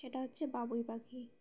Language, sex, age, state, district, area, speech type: Bengali, female, 18-30, West Bengal, Uttar Dinajpur, urban, spontaneous